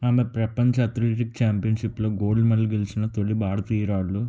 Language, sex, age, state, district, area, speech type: Telugu, male, 30-45, Telangana, Peddapalli, rural, spontaneous